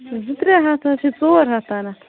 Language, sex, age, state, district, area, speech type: Kashmiri, female, 30-45, Jammu and Kashmir, Budgam, rural, conversation